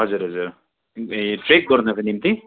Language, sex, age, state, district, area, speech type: Nepali, male, 30-45, West Bengal, Darjeeling, rural, conversation